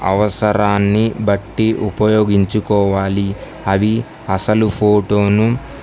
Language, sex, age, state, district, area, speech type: Telugu, male, 18-30, Andhra Pradesh, Kurnool, rural, spontaneous